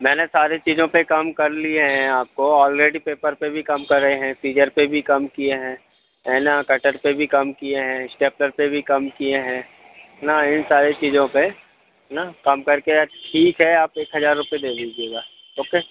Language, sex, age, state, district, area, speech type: Hindi, male, 30-45, Madhya Pradesh, Hoshangabad, rural, conversation